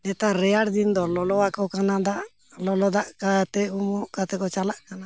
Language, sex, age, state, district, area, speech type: Santali, male, 60+, Jharkhand, Bokaro, rural, spontaneous